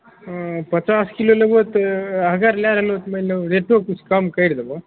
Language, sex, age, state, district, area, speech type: Maithili, male, 18-30, Bihar, Begusarai, rural, conversation